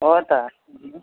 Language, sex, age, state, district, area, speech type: Nepali, female, 60+, West Bengal, Kalimpong, rural, conversation